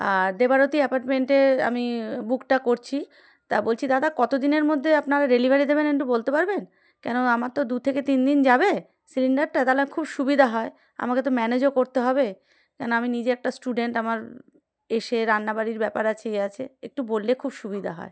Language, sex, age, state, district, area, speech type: Bengali, female, 30-45, West Bengal, Darjeeling, urban, spontaneous